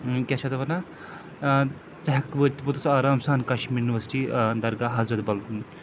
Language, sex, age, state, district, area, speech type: Kashmiri, male, 45-60, Jammu and Kashmir, Srinagar, urban, spontaneous